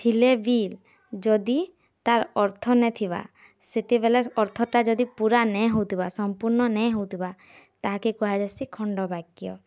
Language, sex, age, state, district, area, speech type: Odia, female, 18-30, Odisha, Bargarh, urban, spontaneous